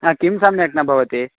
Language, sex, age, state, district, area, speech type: Sanskrit, male, 18-30, Karnataka, Chikkamagaluru, rural, conversation